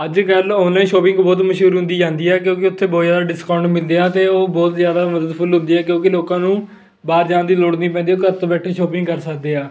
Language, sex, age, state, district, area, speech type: Punjabi, male, 18-30, Punjab, Fatehgarh Sahib, rural, spontaneous